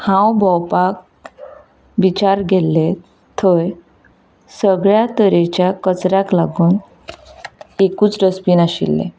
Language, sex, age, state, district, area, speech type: Goan Konkani, female, 18-30, Goa, Ponda, rural, spontaneous